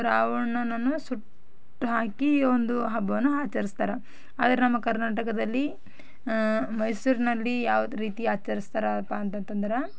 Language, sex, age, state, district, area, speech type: Kannada, female, 18-30, Karnataka, Bidar, rural, spontaneous